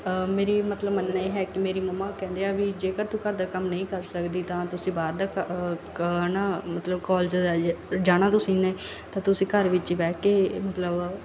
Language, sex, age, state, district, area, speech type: Punjabi, female, 18-30, Punjab, Barnala, rural, spontaneous